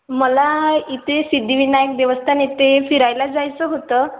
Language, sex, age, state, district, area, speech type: Marathi, female, 18-30, Maharashtra, Wardha, rural, conversation